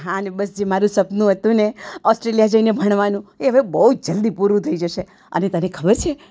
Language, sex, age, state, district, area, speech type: Gujarati, female, 60+, Gujarat, Surat, urban, spontaneous